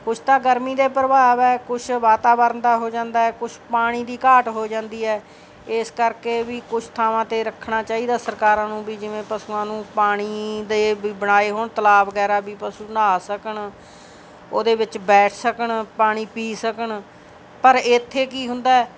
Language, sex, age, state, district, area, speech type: Punjabi, female, 45-60, Punjab, Bathinda, urban, spontaneous